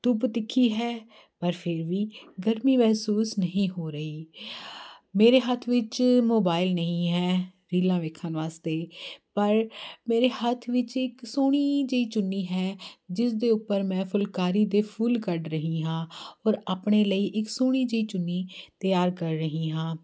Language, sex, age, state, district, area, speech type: Punjabi, female, 30-45, Punjab, Jalandhar, urban, spontaneous